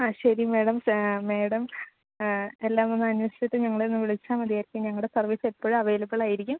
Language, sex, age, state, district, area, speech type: Malayalam, female, 30-45, Kerala, Idukki, rural, conversation